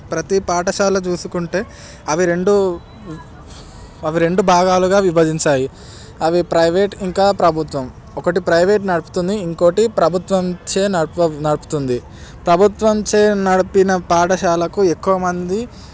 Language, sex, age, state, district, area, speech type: Telugu, male, 18-30, Telangana, Hyderabad, urban, spontaneous